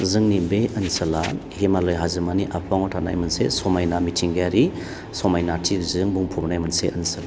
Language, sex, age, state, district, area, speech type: Bodo, male, 45-60, Assam, Baksa, urban, spontaneous